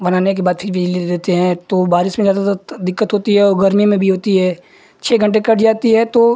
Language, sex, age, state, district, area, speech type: Hindi, male, 18-30, Uttar Pradesh, Ghazipur, urban, spontaneous